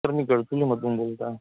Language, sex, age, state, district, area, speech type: Marathi, male, 30-45, Maharashtra, Gadchiroli, rural, conversation